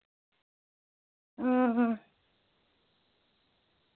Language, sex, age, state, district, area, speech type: Dogri, female, 18-30, Jammu and Kashmir, Reasi, urban, conversation